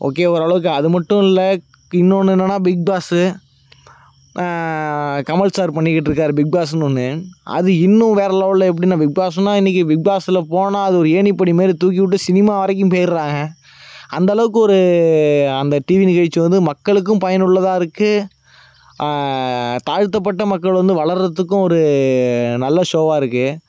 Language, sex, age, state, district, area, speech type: Tamil, male, 18-30, Tamil Nadu, Nagapattinam, rural, spontaneous